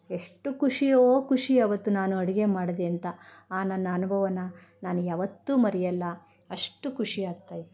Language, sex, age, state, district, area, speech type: Kannada, female, 60+, Karnataka, Bangalore Rural, rural, spontaneous